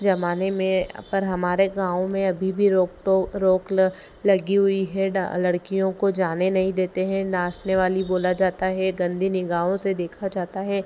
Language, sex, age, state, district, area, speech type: Hindi, female, 30-45, Madhya Pradesh, Ujjain, urban, spontaneous